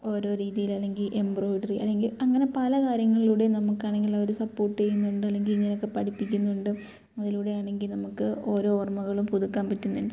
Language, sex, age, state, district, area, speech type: Malayalam, female, 18-30, Kerala, Kottayam, urban, spontaneous